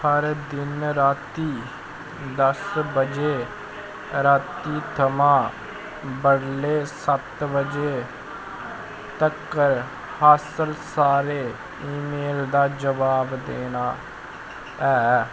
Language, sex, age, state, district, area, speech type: Dogri, male, 18-30, Jammu and Kashmir, Jammu, rural, read